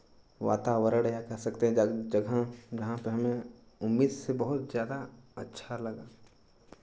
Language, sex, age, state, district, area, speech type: Hindi, male, 18-30, Uttar Pradesh, Chandauli, urban, spontaneous